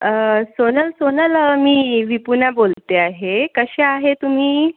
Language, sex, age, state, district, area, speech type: Marathi, female, 30-45, Maharashtra, Yavatmal, rural, conversation